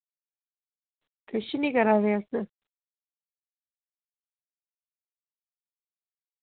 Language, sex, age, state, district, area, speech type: Dogri, female, 30-45, Jammu and Kashmir, Reasi, urban, conversation